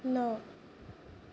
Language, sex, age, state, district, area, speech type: Assamese, female, 18-30, Assam, Sonitpur, rural, read